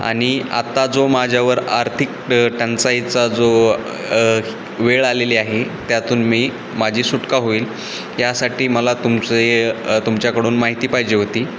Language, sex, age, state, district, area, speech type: Marathi, male, 18-30, Maharashtra, Ratnagiri, rural, spontaneous